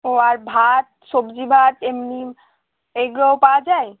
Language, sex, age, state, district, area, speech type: Bengali, female, 18-30, West Bengal, Hooghly, urban, conversation